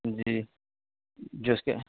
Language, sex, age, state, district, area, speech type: Urdu, male, 18-30, Uttar Pradesh, Saharanpur, urban, conversation